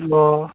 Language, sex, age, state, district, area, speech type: Assamese, male, 30-45, Assam, Darrang, rural, conversation